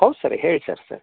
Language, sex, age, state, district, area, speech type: Kannada, male, 60+, Karnataka, Koppal, rural, conversation